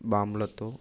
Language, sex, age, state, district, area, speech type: Telugu, male, 18-30, Telangana, Mancherial, rural, spontaneous